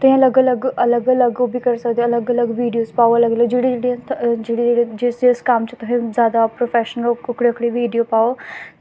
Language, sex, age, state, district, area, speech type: Dogri, female, 18-30, Jammu and Kashmir, Samba, rural, spontaneous